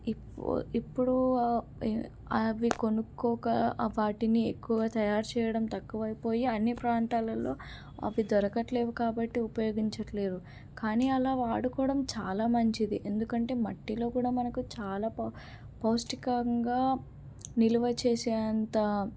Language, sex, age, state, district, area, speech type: Telugu, female, 18-30, Telangana, Medak, rural, spontaneous